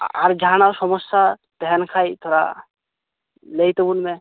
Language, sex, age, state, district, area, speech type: Santali, male, 18-30, West Bengal, Birbhum, rural, conversation